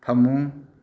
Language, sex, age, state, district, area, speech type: Manipuri, male, 30-45, Manipur, Kakching, rural, read